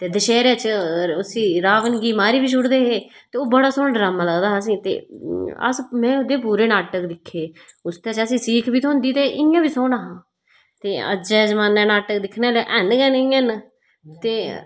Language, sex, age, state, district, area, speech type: Dogri, female, 30-45, Jammu and Kashmir, Udhampur, rural, spontaneous